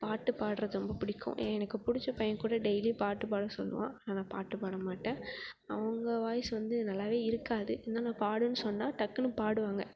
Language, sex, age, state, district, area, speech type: Tamil, female, 18-30, Tamil Nadu, Perambalur, rural, spontaneous